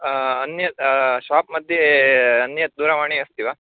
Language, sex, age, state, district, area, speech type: Sanskrit, male, 18-30, Karnataka, Uttara Kannada, rural, conversation